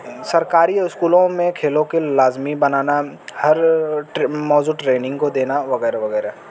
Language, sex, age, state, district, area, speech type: Urdu, male, 18-30, Uttar Pradesh, Azamgarh, rural, spontaneous